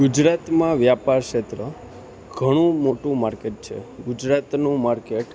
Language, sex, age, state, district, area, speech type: Gujarati, male, 18-30, Gujarat, Junagadh, urban, spontaneous